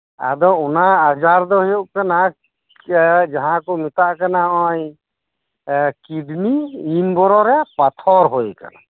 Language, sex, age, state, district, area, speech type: Santali, male, 45-60, West Bengal, Birbhum, rural, conversation